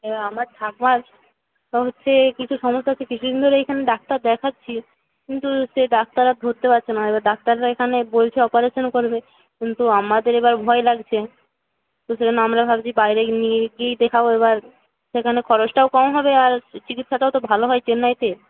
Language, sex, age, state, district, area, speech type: Bengali, female, 18-30, West Bengal, Purba Medinipur, rural, conversation